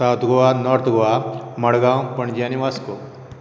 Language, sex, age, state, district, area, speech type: Goan Konkani, male, 60+, Goa, Canacona, rural, spontaneous